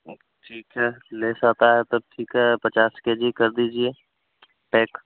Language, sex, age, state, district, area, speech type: Hindi, male, 18-30, Bihar, Vaishali, rural, conversation